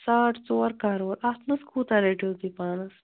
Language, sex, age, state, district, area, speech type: Kashmiri, female, 60+, Jammu and Kashmir, Srinagar, urban, conversation